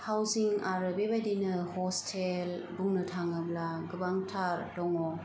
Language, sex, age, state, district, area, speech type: Bodo, female, 30-45, Assam, Kokrajhar, urban, spontaneous